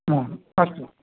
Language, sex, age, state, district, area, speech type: Sanskrit, male, 45-60, Andhra Pradesh, Kurnool, urban, conversation